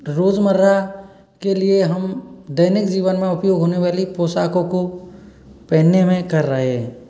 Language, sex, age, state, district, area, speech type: Hindi, male, 45-60, Rajasthan, Karauli, rural, spontaneous